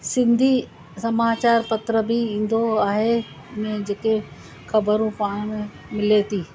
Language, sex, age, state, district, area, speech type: Sindhi, female, 60+, Gujarat, Surat, urban, spontaneous